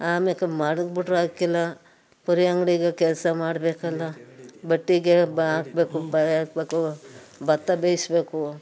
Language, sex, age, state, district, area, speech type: Kannada, female, 60+, Karnataka, Mandya, rural, spontaneous